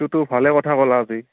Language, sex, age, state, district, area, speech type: Assamese, male, 18-30, Assam, Goalpara, urban, conversation